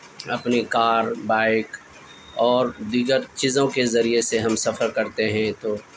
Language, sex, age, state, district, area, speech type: Urdu, male, 30-45, Delhi, South Delhi, urban, spontaneous